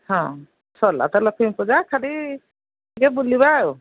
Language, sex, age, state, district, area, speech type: Odia, female, 45-60, Odisha, Angul, rural, conversation